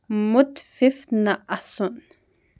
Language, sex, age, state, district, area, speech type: Kashmiri, female, 18-30, Jammu and Kashmir, Ganderbal, rural, read